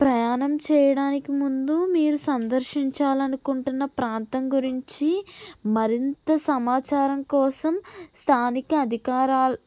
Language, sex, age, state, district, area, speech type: Telugu, female, 18-30, Andhra Pradesh, N T Rama Rao, urban, spontaneous